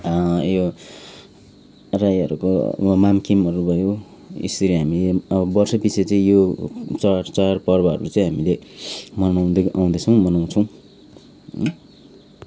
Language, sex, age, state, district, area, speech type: Nepali, male, 30-45, West Bengal, Kalimpong, rural, spontaneous